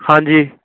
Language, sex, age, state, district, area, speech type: Punjabi, male, 18-30, Punjab, Fatehgarh Sahib, rural, conversation